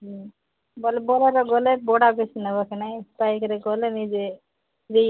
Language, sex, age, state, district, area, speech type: Odia, female, 30-45, Odisha, Nabarangpur, urban, conversation